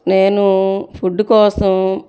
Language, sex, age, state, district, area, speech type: Telugu, female, 30-45, Andhra Pradesh, Bapatla, urban, spontaneous